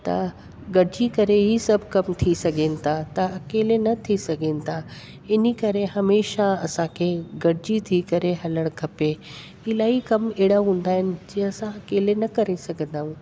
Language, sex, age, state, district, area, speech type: Sindhi, female, 45-60, Delhi, South Delhi, urban, spontaneous